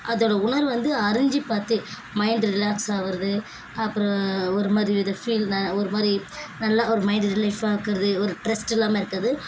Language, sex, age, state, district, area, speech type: Tamil, female, 18-30, Tamil Nadu, Chennai, urban, spontaneous